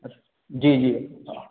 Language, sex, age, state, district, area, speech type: Hindi, male, 30-45, Madhya Pradesh, Gwalior, rural, conversation